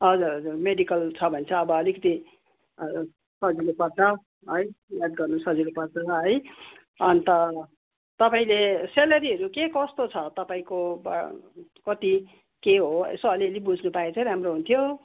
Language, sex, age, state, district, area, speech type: Nepali, female, 45-60, West Bengal, Kalimpong, rural, conversation